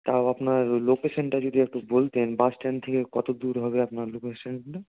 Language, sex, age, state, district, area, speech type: Bengali, male, 18-30, West Bengal, Murshidabad, urban, conversation